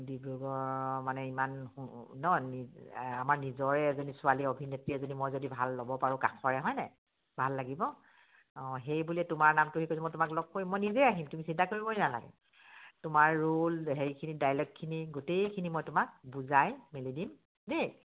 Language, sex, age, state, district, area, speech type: Assamese, female, 45-60, Assam, Dibrugarh, rural, conversation